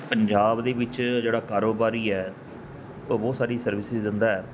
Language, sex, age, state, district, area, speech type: Punjabi, male, 45-60, Punjab, Patiala, urban, spontaneous